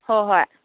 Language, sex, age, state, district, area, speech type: Manipuri, female, 30-45, Manipur, Kakching, rural, conversation